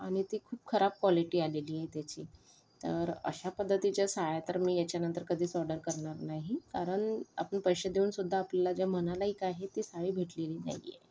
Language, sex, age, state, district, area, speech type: Marathi, female, 45-60, Maharashtra, Yavatmal, rural, spontaneous